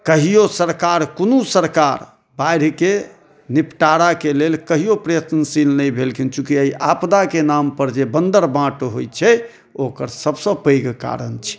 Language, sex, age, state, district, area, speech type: Maithili, male, 30-45, Bihar, Madhubani, urban, spontaneous